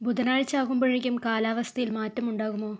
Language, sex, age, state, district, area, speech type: Malayalam, female, 18-30, Kerala, Palakkad, urban, read